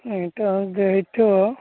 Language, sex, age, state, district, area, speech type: Odia, male, 30-45, Odisha, Malkangiri, urban, conversation